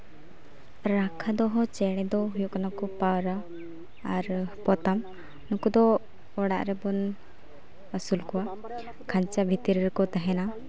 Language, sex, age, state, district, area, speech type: Santali, female, 18-30, West Bengal, Uttar Dinajpur, rural, spontaneous